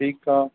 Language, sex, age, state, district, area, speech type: Sindhi, male, 30-45, Madhya Pradesh, Katni, urban, conversation